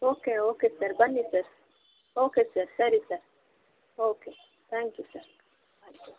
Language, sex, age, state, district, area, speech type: Kannada, female, 18-30, Karnataka, Kolar, urban, conversation